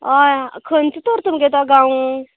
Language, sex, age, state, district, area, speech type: Goan Konkani, female, 18-30, Goa, Canacona, rural, conversation